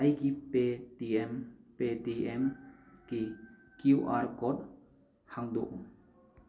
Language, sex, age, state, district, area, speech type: Manipuri, male, 30-45, Manipur, Thoubal, rural, read